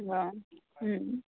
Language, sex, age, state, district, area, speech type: Bodo, female, 18-30, Assam, Kokrajhar, rural, conversation